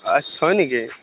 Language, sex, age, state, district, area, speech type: Assamese, male, 18-30, Assam, Nalbari, rural, conversation